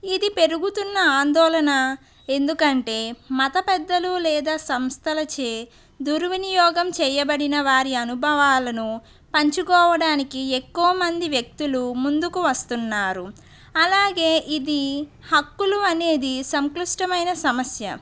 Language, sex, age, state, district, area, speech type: Telugu, female, 45-60, Andhra Pradesh, Konaseema, urban, spontaneous